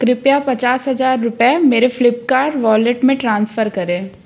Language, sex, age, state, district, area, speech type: Hindi, female, 30-45, Madhya Pradesh, Jabalpur, urban, read